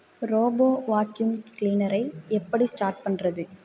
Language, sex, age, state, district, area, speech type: Tamil, female, 18-30, Tamil Nadu, Tiruvarur, rural, read